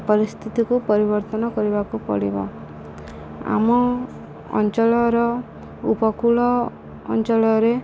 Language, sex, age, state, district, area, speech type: Odia, female, 30-45, Odisha, Subarnapur, urban, spontaneous